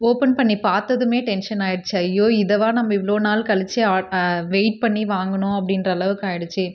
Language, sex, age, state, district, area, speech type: Tamil, female, 18-30, Tamil Nadu, Krishnagiri, rural, spontaneous